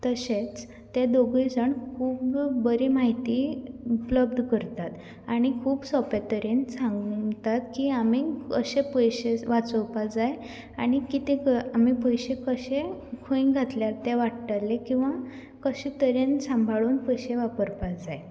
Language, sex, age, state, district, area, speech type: Goan Konkani, female, 18-30, Goa, Canacona, rural, spontaneous